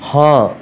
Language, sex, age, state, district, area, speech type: Odia, male, 45-60, Odisha, Ganjam, urban, read